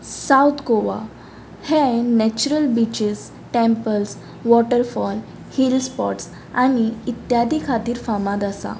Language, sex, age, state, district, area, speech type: Goan Konkani, female, 18-30, Goa, Ponda, rural, spontaneous